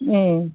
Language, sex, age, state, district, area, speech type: Bodo, female, 60+, Assam, Udalguri, rural, conversation